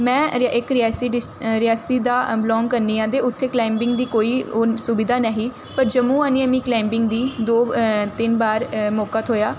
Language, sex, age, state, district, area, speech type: Dogri, female, 18-30, Jammu and Kashmir, Reasi, urban, spontaneous